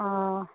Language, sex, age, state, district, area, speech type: Assamese, female, 45-60, Assam, Dibrugarh, urban, conversation